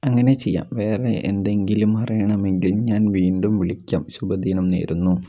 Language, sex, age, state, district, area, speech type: Malayalam, male, 18-30, Kerala, Wayanad, rural, read